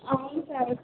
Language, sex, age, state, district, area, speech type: Telugu, female, 18-30, Telangana, Sangareddy, rural, conversation